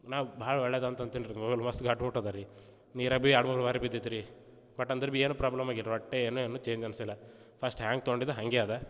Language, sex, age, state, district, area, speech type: Kannada, male, 18-30, Karnataka, Gulbarga, rural, spontaneous